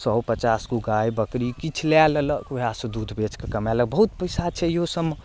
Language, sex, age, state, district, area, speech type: Maithili, male, 18-30, Bihar, Darbhanga, rural, spontaneous